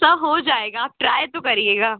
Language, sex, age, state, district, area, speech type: Hindi, female, 18-30, Madhya Pradesh, Jabalpur, urban, conversation